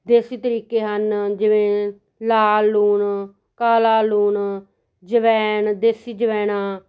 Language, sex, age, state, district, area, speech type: Punjabi, female, 45-60, Punjab, Moga, rural, spontaneous